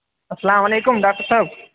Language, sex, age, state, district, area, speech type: Kashmiri, male, 18-30, Jammu and Kashmir, Ganderbal, rural, conversation